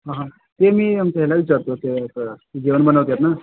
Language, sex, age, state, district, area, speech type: Marathi, male, 18-30, Maharashtra, Sangli, urban, conversation